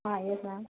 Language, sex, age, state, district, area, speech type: Hindi, female, 30-45, Rajasthan, Jodhpur, urban, conversation